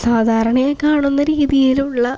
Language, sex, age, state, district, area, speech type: Malayalam, female, 18-30, Kerala, Thrissur, rural, spontaneous